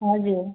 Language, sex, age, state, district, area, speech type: Nepali, female, 18-30, West Bengal, Darjeeling, rural, conversation